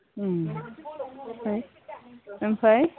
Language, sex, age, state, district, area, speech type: Bodo, female, 30-45, Assam, Chirang, rural, conversation